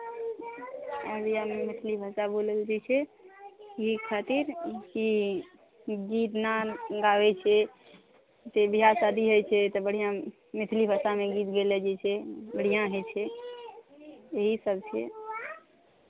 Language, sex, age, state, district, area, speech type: Maithili, female, 30-45, Bihar, Araria, rural, conversation